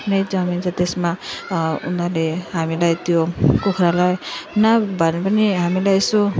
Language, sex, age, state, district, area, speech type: Nepali, female, 30-45, West Bengal, Jalpaiguri, rural, spontaneous